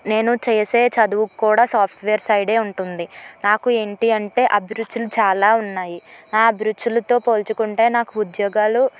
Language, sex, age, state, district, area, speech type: Telugu, female, 30-45, Andhra Pradesh, Eluru, rural, spontaneous